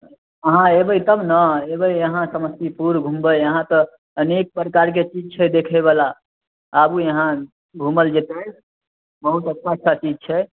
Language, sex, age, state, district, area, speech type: Maithili, male, 18-30, Bihar, Samastipur, rural, conversation